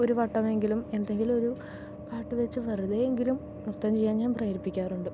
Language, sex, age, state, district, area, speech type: Malayalam, female, 18-30, Kerala, Palakkad, rural, spontaneous